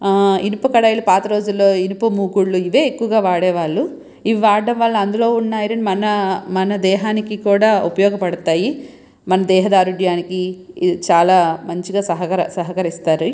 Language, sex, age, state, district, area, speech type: Telugu, female, 30-45, Andhra Pradesh, Visakhapatnam, urban, spontaneous